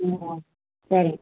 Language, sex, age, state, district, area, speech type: Tamil, female, 60+, Tamil Nadu, Virudhunagar, rural, conversation